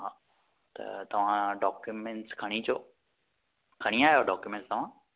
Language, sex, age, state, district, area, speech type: Sindhi, male, 30-45, Maharashtra, Thane, urban, conversation